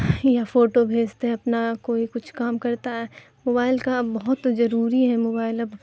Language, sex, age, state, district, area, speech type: Urdu, female, 18-30, Bihar, Supaul, rural, spontaneous